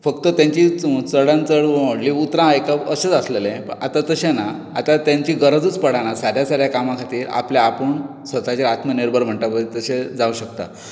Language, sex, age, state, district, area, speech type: Goan Konkani, male, 60+, Goa, Bardez, rural, spontaneous